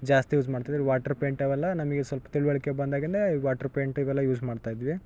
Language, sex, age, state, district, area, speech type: Kannada, male, 18-30, Karnataka, Vijayanagara, rural, spontaneous